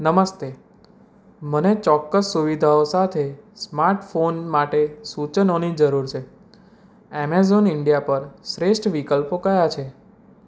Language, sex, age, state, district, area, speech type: Gujarati, male, 18-30, Gujarat, Anand, urban, read